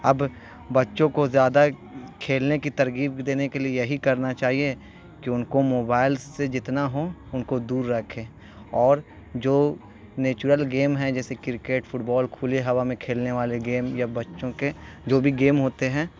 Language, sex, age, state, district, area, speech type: Urdu, male, 18-30, Bihar, Gaya, urban, spontaneous